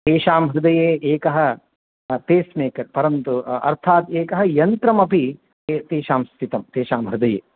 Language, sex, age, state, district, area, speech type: Sanskrit, male, 45-60, Tamil Nadu, Coimbatore, urban, conversation